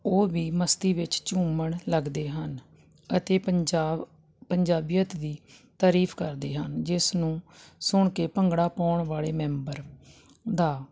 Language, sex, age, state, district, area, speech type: Punjabi, female, 45-60, Punjab, Jalandhar, rural, spontaneous